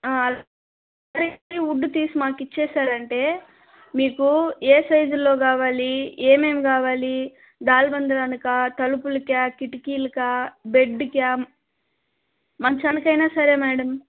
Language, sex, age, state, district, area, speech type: Telugu, female, 18-30, Andhra Pradesh, Nellore, rural, conversation